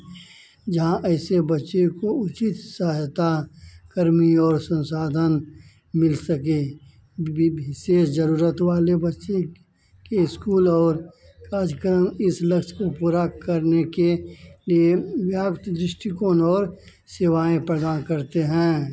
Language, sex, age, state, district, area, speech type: Hindi, male, 45-60, Bihar, Madhepura, rural, read